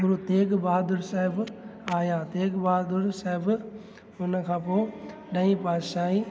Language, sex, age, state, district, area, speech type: Sindhi, male, 30-45, Gujarat, Junagadh, urban, spontaneous